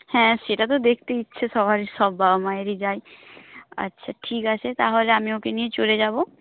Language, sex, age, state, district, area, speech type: Bengali, female, 18-30, West Bengal, Purba Medinipur, rural, conversation